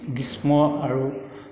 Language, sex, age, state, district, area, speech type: Assamese, male, 45-60, Assam, Dhemaji, rural, spontaneous